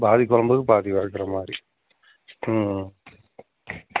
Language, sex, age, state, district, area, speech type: Tamil, male, 45-60, Tamil Nadu, Virudhunagar, rural, conversation